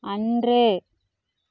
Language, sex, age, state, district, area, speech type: Tamil, female, 30-45, Tamil Nadu, Namakkal, rural, read